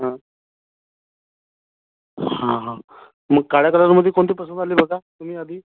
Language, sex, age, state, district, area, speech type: Marathi, male, 18-30, Maharashtra, Gondia, rural, conversation